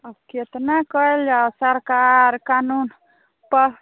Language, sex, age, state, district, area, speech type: Maithili, female, 30-45, Bihar, Sitamarhi, urban, conversation